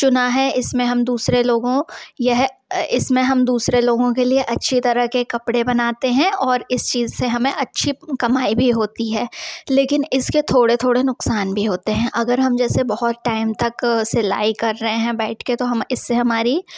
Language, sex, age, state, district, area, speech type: Hindi, female, 30-45, Madhya Pradesh, Jabalpur, urban, spontaneous